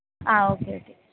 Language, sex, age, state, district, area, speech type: Malayalam, female, 18-30, Kerala, Idukki, rural, conversation